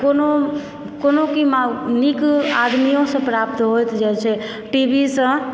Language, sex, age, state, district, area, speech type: Maithili, female, 45-60, Bihar, Supaul, urban, spontaneous